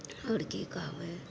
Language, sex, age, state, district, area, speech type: Maithili, female, 45-60, Bihar, Madhepura, rural, spontaneous